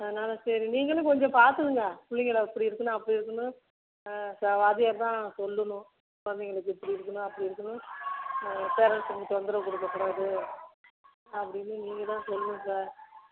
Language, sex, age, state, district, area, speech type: Tamil, female, 45-60, Tamil Nadu, Tiruchirappalli, rural, conversation